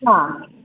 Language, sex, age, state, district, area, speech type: Kannada, female, 30-45, Karnataka, Mandya, rural, conversation